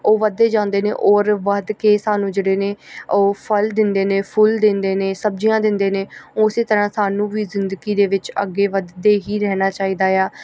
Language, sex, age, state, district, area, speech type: Punjabi, female, 18-30, Punjab, Gurdaspur, urban, spontaneous